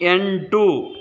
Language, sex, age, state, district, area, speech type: Kannada, male, 18-30, Karnataka, Bidar, urban, read